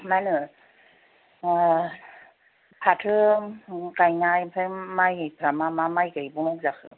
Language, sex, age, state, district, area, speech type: Bodo, female, 30-45, Assam, Kokrajhar, rural, conversation